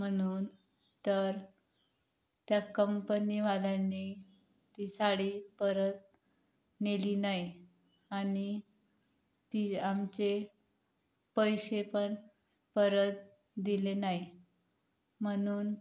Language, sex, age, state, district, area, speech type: Marathi, female, 18-30, Maharashtra, Yavatmal, rural, spontaneous